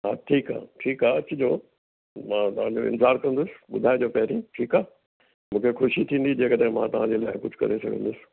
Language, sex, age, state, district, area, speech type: Sindhi, male, 60+, Delhi, South Delhi, urban, conversation